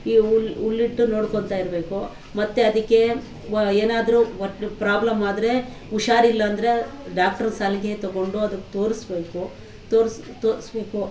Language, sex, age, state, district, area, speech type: Kannada, female, 45-60, Karnataka, Bangalore Urban, rural, spontaneous